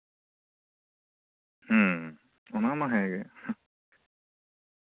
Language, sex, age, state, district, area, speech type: Santali, male, 30-45, West Bengal, Bankura, rural, conversation